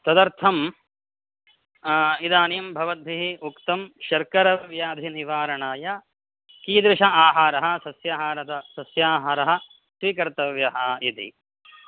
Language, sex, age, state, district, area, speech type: Sanskrit, male, 30-45, Karnataka, Shimoga, urban, conversation